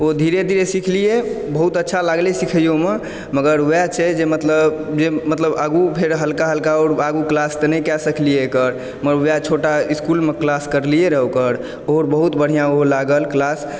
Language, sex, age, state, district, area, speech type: Maithili, male, 18-30, Bihar, Supaul, rural, spontaneous